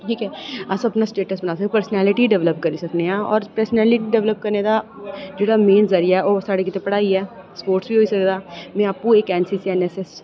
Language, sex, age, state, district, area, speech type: Dogri, female, 18-30, Jammu and Kashmir, Reasi, urban, spontaneous